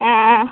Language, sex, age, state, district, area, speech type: Malayalam, female, 18-30, Kerala, Wayanad, rural, conversation